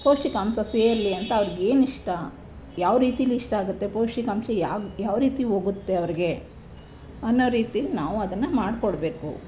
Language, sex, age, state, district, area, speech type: Kannada, female, 30-45, Karnataka, Chamarajanagar, rural, spontaneous